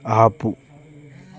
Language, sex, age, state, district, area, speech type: Telugu, male, 18-30, Telangana, Peddapalli, rural, read